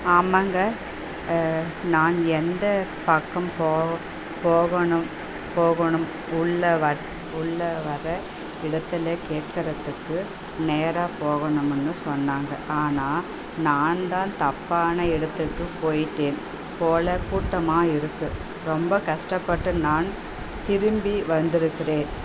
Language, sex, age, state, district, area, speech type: Tamil, female, 30-45, Tamil Nadu, Tirupattur, rural, read